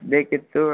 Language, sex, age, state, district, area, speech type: Kannada, male, 18-30, Karnataka, Gadag, rural, conversation